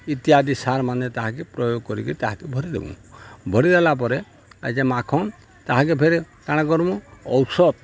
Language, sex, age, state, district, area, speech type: Odia, male, 60+, Odisha, Balangir, urban, spontaneous